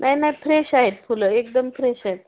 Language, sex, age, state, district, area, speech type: Marathi, female, 45-60, Maharashtra, Osmanabad, rural, conversation